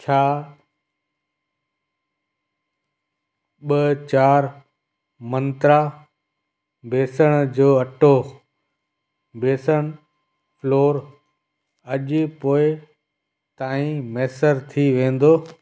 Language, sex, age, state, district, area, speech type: Sindhi, male, 45-60, Gujarat, Kutch, rural, read